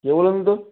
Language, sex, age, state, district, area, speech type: Bengali, male, 45-60, West Bengal, North 24 Parganas, urban, conversation